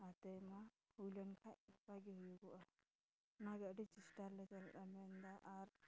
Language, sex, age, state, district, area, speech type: Santali, female, 30-45, West Bengal, Dakshin Dinajpur, rural, spontaneous